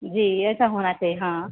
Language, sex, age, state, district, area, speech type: Hindi, female, 60+, Bihar, Vaishali, urban, conversation